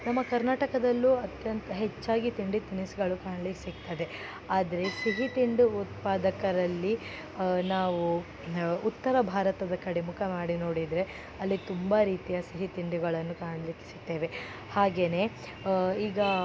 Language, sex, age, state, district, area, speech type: Kannada, female, 18-30, Karnataka, Dakshina Kannada, rural, spontaneous